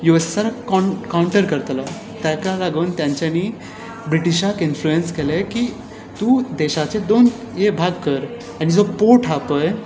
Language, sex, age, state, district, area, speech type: Goan Konkani, male, 18-30, Goa, Tiswadi, rural, spontaneous